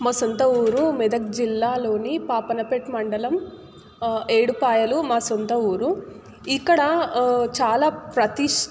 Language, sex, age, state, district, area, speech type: Telugu, female, 18-30, Telangana, Nalgonda, urban, spontaneous